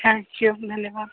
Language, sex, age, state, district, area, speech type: Hindi, male, 18-30, Bihar, Darbhanga, rural, conversation